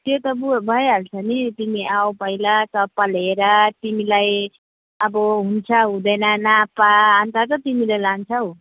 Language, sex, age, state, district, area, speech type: Nepali, female, 45-60, West Bengal, Alipurduar, rural, conversation